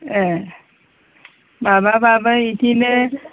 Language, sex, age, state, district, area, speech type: Bodo, female, 60+, Assam, Chirang, rural, conversation